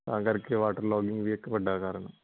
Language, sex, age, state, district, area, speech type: Punjabi, male, 18-30, Punjab, Hoshiarpur, urban, conversation